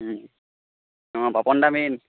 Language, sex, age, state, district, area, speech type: Assamese, male, 18-30, Assam, Sivasagar, rural, conversation